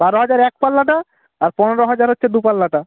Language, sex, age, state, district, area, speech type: Bengali, male, 18-30, West Bengal, Jalpaiguri, rural, conversation